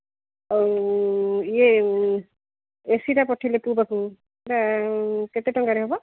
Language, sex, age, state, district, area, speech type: Odia, female, 45-60, Odisha, Rayagada, rural, conversation